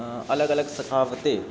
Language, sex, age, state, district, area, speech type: Urdu, male, 18-30, Uttar Pradesh, Shahjahanpur, urban, spontaneous